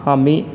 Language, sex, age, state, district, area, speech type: Marathi, male, 30-45, Maharashtra, Sangli, urban, spontaneous